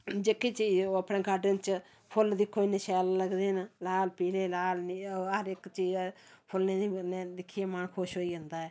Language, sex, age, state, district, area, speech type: Dogri, female, 45-60, Jammu and Kashmir, Samba, rural, spontaneous